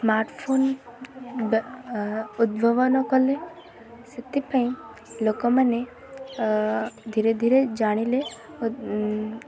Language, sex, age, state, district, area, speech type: Odia, female, 18-30, Odisha, Kendrapara, urban, spontaneous